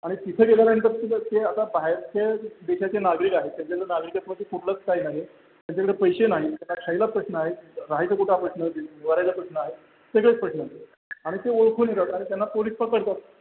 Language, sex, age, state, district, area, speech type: Marathi, male, 60+, Maharashtra, Satara, urban, conversation